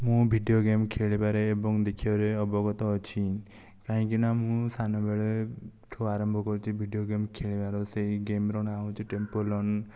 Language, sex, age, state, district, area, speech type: Odia, male, 18-30, Odisha, Kandhamal, rural, spontaneous